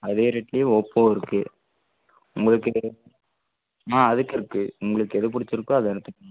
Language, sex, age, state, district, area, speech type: Tamil, male, 18-30, Tamil Nadu, Namakkal, rural, conversation